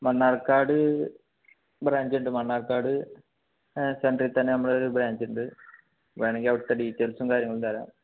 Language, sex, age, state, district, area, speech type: Malayalam, male, 18-30, Kerala, Palakkad, rural, conversation